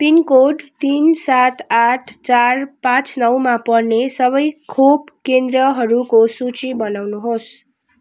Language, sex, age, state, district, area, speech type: Nepali, female, 30-45, West Bengal, Darjeeling, rural, read